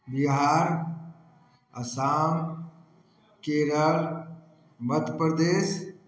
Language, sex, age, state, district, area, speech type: Hindi, male, 45-60, Bihar, Samastipur, rural, spontaneous